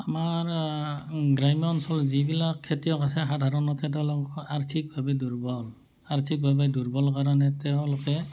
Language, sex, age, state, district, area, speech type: Assamese, male, 45-60, Assam, Barpeta, rural, spontaneous